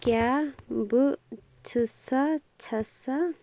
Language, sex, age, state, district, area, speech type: Kashmiri, female, 18-30, Jammu and Kashmir, Shopian, rural, read